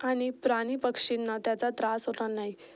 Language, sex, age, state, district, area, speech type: Marathi, female, 18-30, Maharashtra, Mumbai Suburban, urban, spontaneous